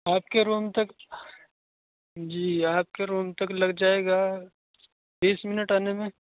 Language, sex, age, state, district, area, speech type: Urdu, male, 18-30, Uttar Pradesh, Saharanpur, urban, conversation